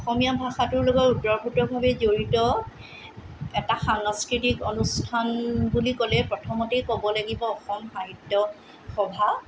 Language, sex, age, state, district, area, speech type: Assamese, female, 45-60, Assam, Tinsukia, rural, spontaneous